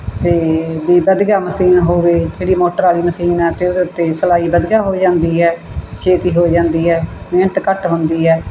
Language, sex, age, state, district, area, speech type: Punjabi, female, 60+, Punjab, Bathinda, rural, spontaneous